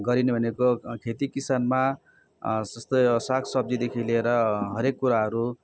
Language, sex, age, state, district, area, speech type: Nepali, male, 45-60, West Bengal, Darjeeling, rural, spontaneous